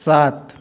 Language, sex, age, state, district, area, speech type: Hindi, male, 18-30, Uttar Pradesh, Azamgarh, rural, read